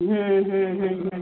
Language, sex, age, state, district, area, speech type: Gujarati, female, 60+, Gujarat, Ahmedabad, urban, conversation